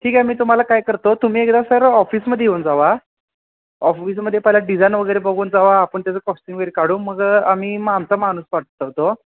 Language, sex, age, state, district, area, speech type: Marathi, male, 18-30, Maharashtra, Sangli, urban, conversation